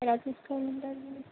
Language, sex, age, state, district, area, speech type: Telugu, female, 60+, Andhra Pradesh, Kakinada, rural, conversation